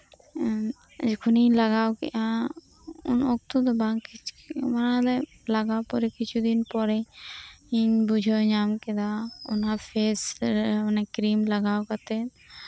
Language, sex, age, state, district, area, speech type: Santali, female, 18-30, West Bengal, Birbhum, rural, spontaneous